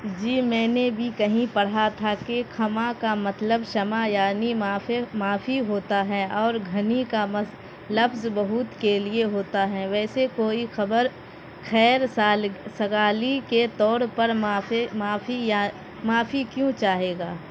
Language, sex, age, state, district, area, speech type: Urdu, female, 45-60, Bihar, Khagaria, rural, read